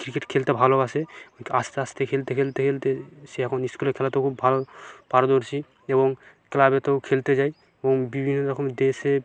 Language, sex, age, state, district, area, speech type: Bengali, male, 45-60, West Bengal, Purba Medinipur, rural, spontaneous